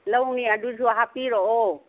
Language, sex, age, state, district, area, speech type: Manipuri, female, 60+, Manipur, Kangpokpi, urban, conversation